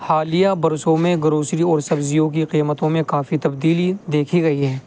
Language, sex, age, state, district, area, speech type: Urdu, male, 18-30, Uttar Pradesh, Muzaffarnagar, urban, spontaneous